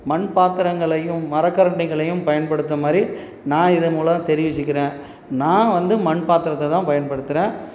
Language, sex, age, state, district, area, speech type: Tamil, male, 45-60, Tamil Nadu, Salem, urban, spontaneous